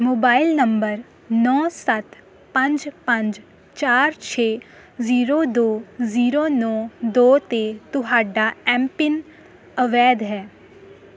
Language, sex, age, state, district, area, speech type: Punjabi, female, 18-30, Punjab, Hoshiarpur, rural, read